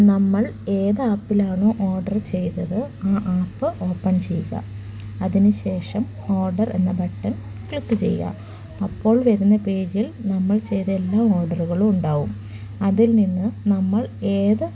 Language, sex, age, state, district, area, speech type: Malayalam, female, 30-45, Kerala, Malappuram, rural, spontaneous